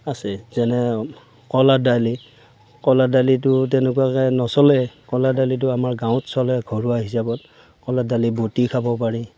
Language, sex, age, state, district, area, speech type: Assamese, male, 45-60, Assam, Darrang, rural, spontaneous